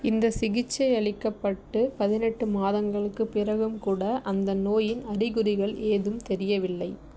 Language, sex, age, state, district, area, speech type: Tamil, female, 18-30, Tamil Nadu, Tiruvallur, rural, read